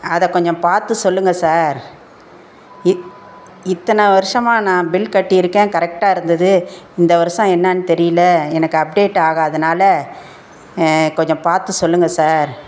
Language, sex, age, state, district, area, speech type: Tamil, female, 60+, Tamil Nadu, Tiruchirappalli, rural, spontaneous